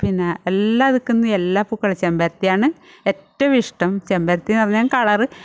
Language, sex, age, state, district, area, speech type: Malayalam, female, 45-60, Kerala, Kasaragod, rural, spontaneous